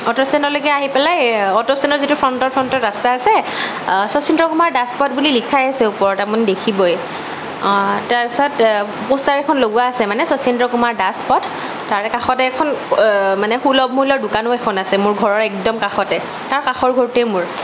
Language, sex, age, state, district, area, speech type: Assamese, female, 30-45, Assam, Barpeta, urban, spontaneous